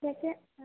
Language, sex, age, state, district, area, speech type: Sanskrit, female, 18-30, Kerala, Thrissur, urban, conversation